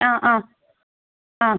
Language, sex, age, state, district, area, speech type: Malayalam, female, 45-60, Kerala, Kasaragod, rural, conversation